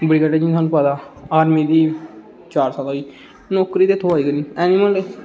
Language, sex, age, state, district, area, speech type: Dogri, male, 18-30, Jammu and Kashmir, Samba, rural, spontaneous